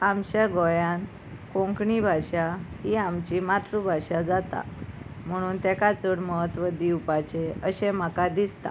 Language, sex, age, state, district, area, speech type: Goan Konkani, female, 30-45, Goa, Ponda, rural, spontaneous